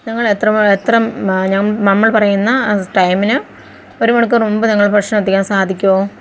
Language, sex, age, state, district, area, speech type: Malayalam, female, 45-60, Kerala, Thiruvananthapuram, rural, spontaneous